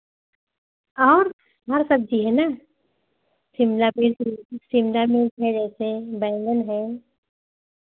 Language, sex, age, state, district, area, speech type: Hindi, female, 30-45, Uttar Pradesh, Hardoi, rural, conversation